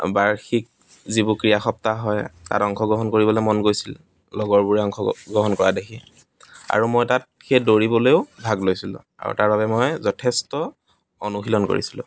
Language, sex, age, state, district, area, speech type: Assamese, male, 30-45, Assam, Dibrugarh, rural, spontaneous